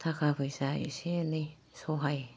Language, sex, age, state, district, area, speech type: Bodo, female, 45-60, Assam, Kokrajhar, urban, spontaneous